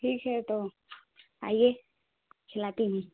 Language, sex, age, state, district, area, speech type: Hindi, female, 18-30, Uttar Pradesh, Chandauli, rural, conversation